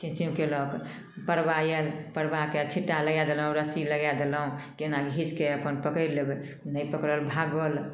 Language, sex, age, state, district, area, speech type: Maithili, female, 45-60, Bihar, Samastipur, rural, spontaneous